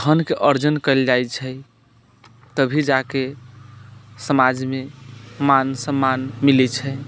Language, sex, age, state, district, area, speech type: Maithili, male, 45-60, Bihar, Sitamarhi, rural, spontaneous